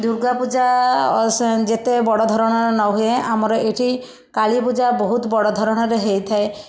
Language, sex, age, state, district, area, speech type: Odia, female, 30-45, Odisha, Bhadrak, rural, spontaneous